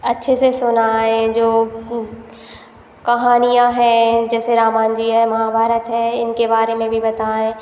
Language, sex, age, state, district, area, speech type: Hindi, female, 18-30, Madhya Pradesh, Hoshangabad, rural, spontaneous